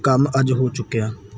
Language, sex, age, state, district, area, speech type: Punjabi, male, 18-30, Punjab, Mansa, rural, read